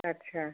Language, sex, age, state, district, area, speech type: Hindi, female, 60+, Uttar Pradesh, Chandauli, urban, conversation